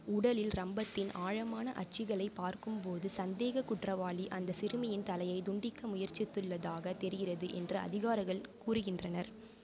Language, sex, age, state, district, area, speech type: Tamil, female, 18-30, Tamil Nadu, Mayiladuthurai, urban, read